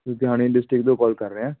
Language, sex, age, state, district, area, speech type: Punjabi, male, 18-30, Punjab, Ludhiana, urban, conversation